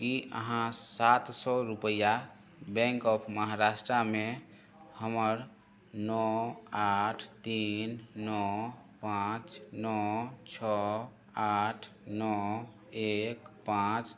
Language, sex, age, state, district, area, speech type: Maithili, male, 30-45, Bihar, Madhubani, rural, read